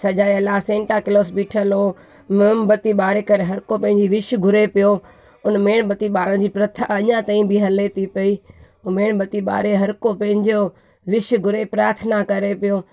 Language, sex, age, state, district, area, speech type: Sindhi, female, 30-45, Gujarat, Junagadh, urban, spontaneous